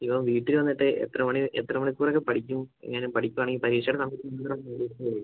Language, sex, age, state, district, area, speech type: Malayalam, male, 18-30, Kerala, Idukki, urban, conversation